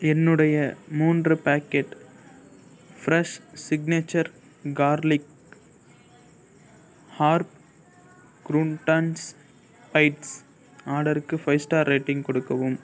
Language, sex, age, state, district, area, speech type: Tamil, female, 30-45, Tamil Nadu, Ariyalur, rural, read